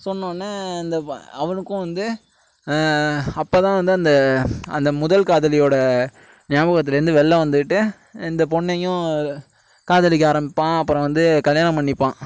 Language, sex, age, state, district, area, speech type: Tamil, male, 18-30, Tamil Nadu, Tiruvarur, urban, spontaneous